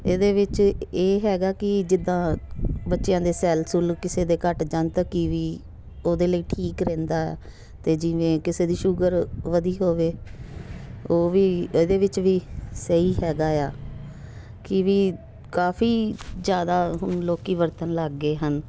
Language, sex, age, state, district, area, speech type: Punjabi, female, 45-60, Punjab, Jalandhar, urban, spontaneous